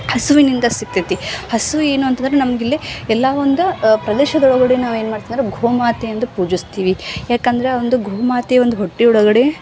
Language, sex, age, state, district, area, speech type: Kannada, female, 18-30, Karnataka, Gadag, rural, spontaneous